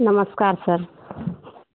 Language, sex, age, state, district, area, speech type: Hindi, female, 30-45, Uttar Pradesh, Prayagraj, rural, conversation